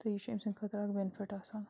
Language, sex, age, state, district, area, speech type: Kashmiri, female, 30-45, Jammu and Kashmir, Bandipora, rural, spontaneous